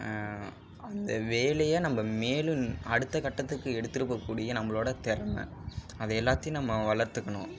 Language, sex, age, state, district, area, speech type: Tamil, male, 18-30, Tamil Nadu, Ariyalur, rural, spontaneous